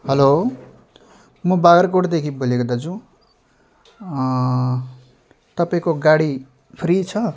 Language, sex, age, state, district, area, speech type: Nepali, male, 30-45, West Bengal, Jalpaiguri, urban, spontaneous